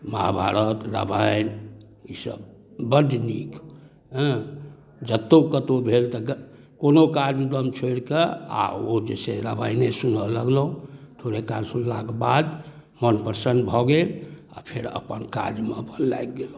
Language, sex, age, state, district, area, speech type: Maithili, male, 60+, Bihar, Darbhanga, rural, spontaneous